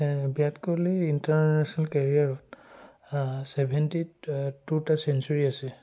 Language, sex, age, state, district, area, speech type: Assamese, male, 18-30, Assam, Charaideo, rural, spontaneous